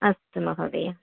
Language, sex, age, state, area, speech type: Sanskrit, female, 30-45, Tamil Nadu, urban, conversation